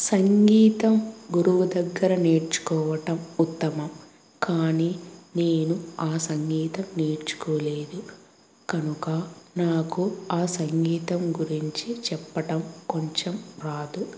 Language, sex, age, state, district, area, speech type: Telugu, female, 18-30, Andhra Pradesh, Kadapa, rural, spontaneous